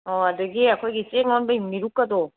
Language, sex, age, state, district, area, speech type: Manipuri, female, 60+, Manipur, Kangpokpi, urban, conversation